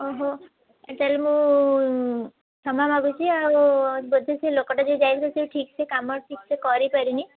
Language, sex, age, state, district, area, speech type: Odia, female, 18-30, Odisha, Kendujhar, urban, conversation